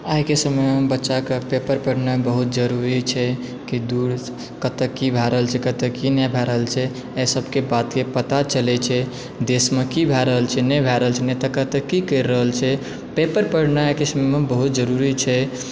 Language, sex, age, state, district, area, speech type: Maithili, male, 18-30, Bihar, Supaul, rural, spontaneous